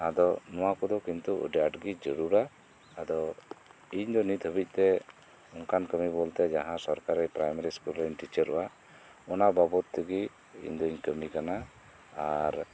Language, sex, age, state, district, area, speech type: Santali, male, 45-60, West Bengal, Birbhum, rural, spontaneous